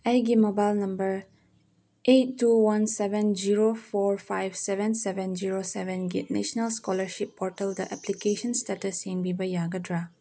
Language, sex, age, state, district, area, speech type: Manipuri, female, 18-30, Manipur, Senapati, urban, read